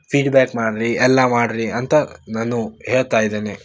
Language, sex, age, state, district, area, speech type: Kannada, male, 18-30, Karnataka, Gulbarga, urban, spontaneous